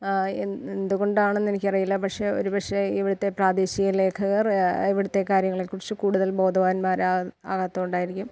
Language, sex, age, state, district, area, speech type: Malayalam, female, 30-45, Kerala, Kottayam, rural, spontaneous